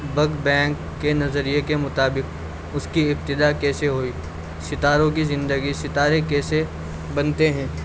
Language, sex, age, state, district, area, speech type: Urdu, male, 18-30, Delhi, Central Delhi, urban, spontaneous